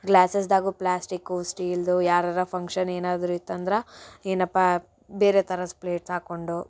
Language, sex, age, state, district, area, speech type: Kannada, female, 18-30, Karnataka, Gulbarga, urban, spontaneous